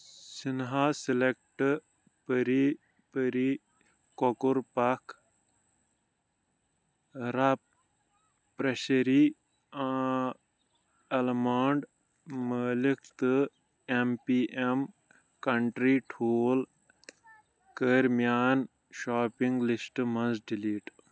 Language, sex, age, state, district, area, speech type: Kashmiri, male, 18-30, Jammu and Kashmir, Kulgam, rural, read